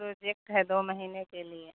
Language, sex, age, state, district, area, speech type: Hindi, female, 30-45, Uttar Pradesh, Jaunpur, rural, conversation